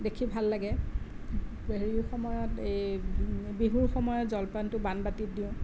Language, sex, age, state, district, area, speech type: Assamese, female, 45-60, Assam, Sonitpur, urban, spontaneous